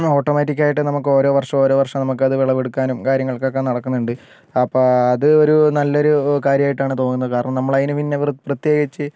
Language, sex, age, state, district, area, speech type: Malayalam, male, 30-45, Kerala, Wayanad, rural, spontaneous